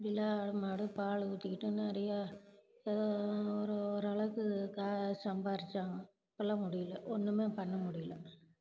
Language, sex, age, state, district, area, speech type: Tamil, female, 60+, Tamil Nadu, Namakkal, rural, spontaneous